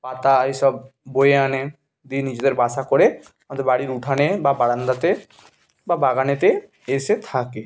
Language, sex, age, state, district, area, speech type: Bengali, male, 18-30, West Bengal, Bankura, urban, spontaneous